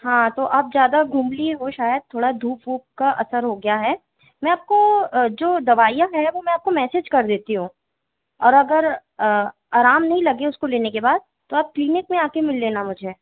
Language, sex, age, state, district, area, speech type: Hindi, female, 18-30, Madhya Pradesh, Chhindwara, urban, conversation